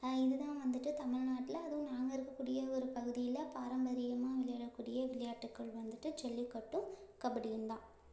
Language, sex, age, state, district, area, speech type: Tamil, female, 18-30, Tamil Nadu, Ariyalur, rural, spontaneous